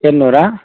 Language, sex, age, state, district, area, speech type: Telugu, male, 18-30, Telangana, Mancherial, rural, conversation